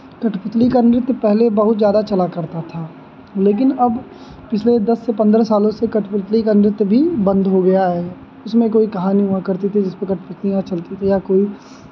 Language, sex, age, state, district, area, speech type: Hindi, male, 18-30, Uttar Pradesh, Azamgarh, rural, spontaneous